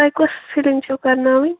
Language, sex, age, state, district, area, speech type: Kashmiri, female, 18-30, Jammu and Kashmir, Kulgam, rural, conversation